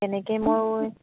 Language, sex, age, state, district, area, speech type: Assamese, female, 18-30, Assam, Dibrugarh, rural, conversation